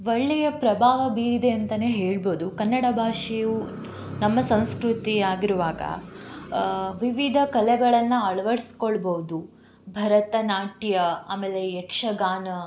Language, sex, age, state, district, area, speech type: Kannada, female, 18-30, Karnataka, Tumkur, rural, spontaneous